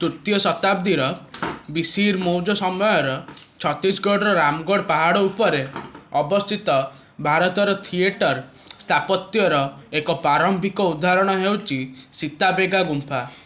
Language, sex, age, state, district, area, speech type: Odia, male, 18-30, Odisha, Cuttack, urban, read